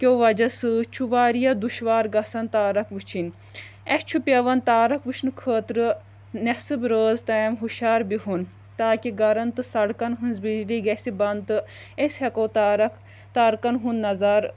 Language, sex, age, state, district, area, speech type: Kashmiri, female, 18-30, Jammu and Kashmir, Kulgam, rural, spontaneous